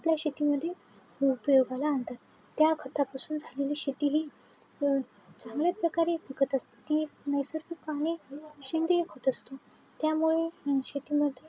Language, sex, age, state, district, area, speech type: Marathi, female, 18-30, Maharashtra, Nanded, rural, spontaneous